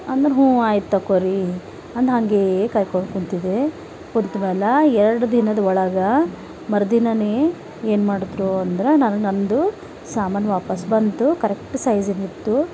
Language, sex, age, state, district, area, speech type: Kannada, female, 30-45, Karnataka, Bidar, urban, spontaneous